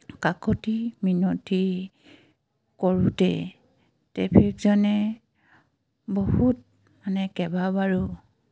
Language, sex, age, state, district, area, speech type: Assamese, female, 45-60, Assam, Dibrugarh, rural, spontaneous